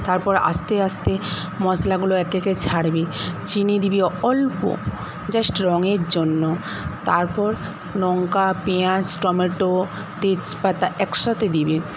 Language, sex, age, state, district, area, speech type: Bengali, female, 60+, West Bengal, Paschim Medinipur, rural, spontaneous